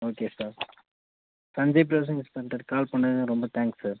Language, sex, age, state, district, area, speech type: Tamil, male, 18-30, Tamil Nadu, Viluppuram, rural, conversation